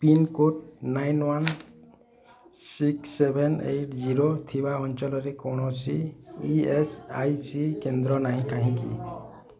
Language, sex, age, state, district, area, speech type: Odia, male, 45-60, Odisha, Bargarh, urban, read